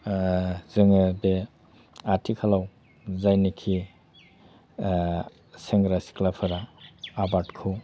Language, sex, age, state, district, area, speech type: Bodo, male, 45-60, Assam, Udalguri, rural, spontaneous